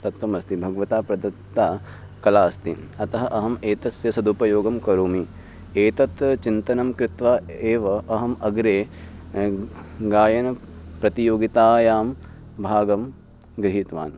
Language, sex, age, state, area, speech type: Sanskrit, male, 18-30, Uttarakhand, urban, spontaneous